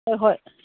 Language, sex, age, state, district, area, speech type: Manipuri, female, 60+, Manipur, Kangpokpi, urban, conversation